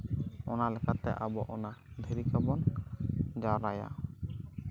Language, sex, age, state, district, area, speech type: Santali, male, 18-30, West Bengal, Jhargram, rural, spontaneous